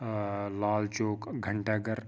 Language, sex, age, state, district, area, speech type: Kashmiri, male, 30-45, Jammu and Kashmir, Pulwama, rural, spontaneous